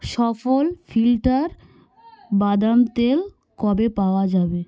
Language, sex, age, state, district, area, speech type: Bengali, female, 18-30, West Bengal, South 24 Parganas, rural, read